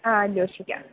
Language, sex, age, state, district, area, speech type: Malayalam, female, 18-30, Kerala, Idukki, rural, conversation